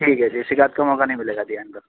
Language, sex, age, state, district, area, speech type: Urdu, male, 30-45, Uttar Pradesh, Ghaziabad, urban, conversation